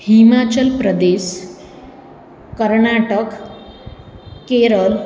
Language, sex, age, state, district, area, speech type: Gujarati, female, 45-60, Gujarat, Surat, urban, spontaneous